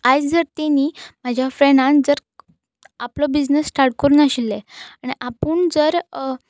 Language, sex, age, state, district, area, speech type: Goan Konkani, female, 18-30, Goa, Pernem, rural, spontaneous